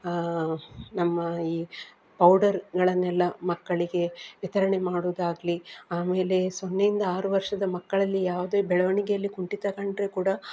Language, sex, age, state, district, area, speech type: Kannada, female, 45-60, Karnataka, Udupi, rural, spontaneous